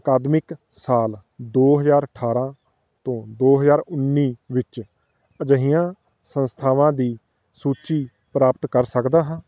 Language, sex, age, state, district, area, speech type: Punjabi, male, 30-45, Punjab, Fatehgarh Sahib, rural, read